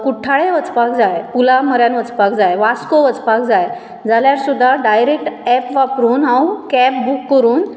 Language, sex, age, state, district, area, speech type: Goan Konkani, female, 30-45, Goa, Bardez, urban, spontaneous